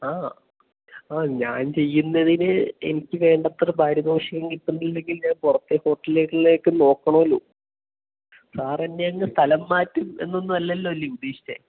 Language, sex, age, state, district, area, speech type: Malayalam, male, 18-30, Kerala, Idukki, rural, conversation